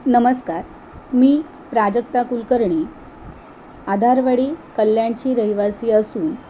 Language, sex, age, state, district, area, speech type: Marathi, female, 45-60, Maharashtra, Thane, rural, spontaneous